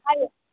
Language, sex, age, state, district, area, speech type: Marathi, female, 30-45, Maharashtra, Wardha, rural, conversation